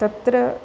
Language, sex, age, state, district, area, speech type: Sanskrit, female, 45-60, Karnataka, Dakshina Kannada, urban, spontaneous